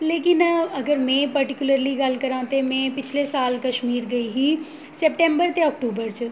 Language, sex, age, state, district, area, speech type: Dogri, female, 30-45, Jammu and Kashmir, Jammu, urban, spontaneous